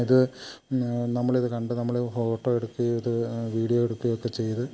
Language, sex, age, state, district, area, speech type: Malayalam, male, 45-60, Kerala, Idukki, rural, spontaneous